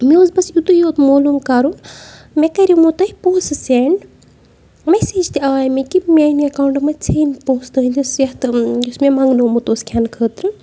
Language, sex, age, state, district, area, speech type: Kashmiri, female, 18-30, Jammu and Kashmir, Bandipora, urban, spontaneous